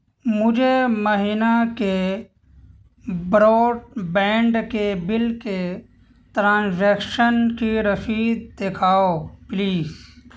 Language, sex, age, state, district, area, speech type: Urdu, male, 18-30, Bihar, Purnia, rural, read